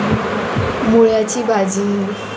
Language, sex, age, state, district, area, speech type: Goan Konkani, female, 18-30, Goa, Murmgao, urban, spontaneous